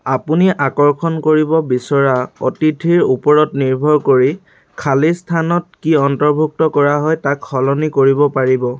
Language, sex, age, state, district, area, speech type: Assamese, male, 18-30, Assam, Lakhimpur, rural, read